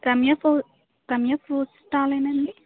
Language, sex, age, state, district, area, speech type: Telugu, female, 18-30, Andhra Pradesh, Kakinada, urban, conversation